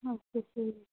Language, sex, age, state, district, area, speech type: Punjabi, female, 30-45, Punjab, Hoshiarpur, rural, conversation